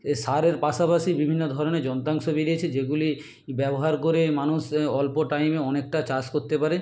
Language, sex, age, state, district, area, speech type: Bengali, male, 30-45, West Bengal, Nadia, urban, spontaneous